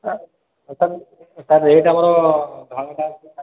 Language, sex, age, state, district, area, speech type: Odia, male, 18-30, Odisha, Khordha, rural, conversation